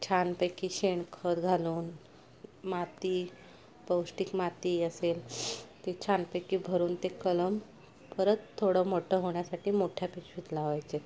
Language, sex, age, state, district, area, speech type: Marathi, female, 30-45, Maharashtra, Ratnagiri, rural, spontaneous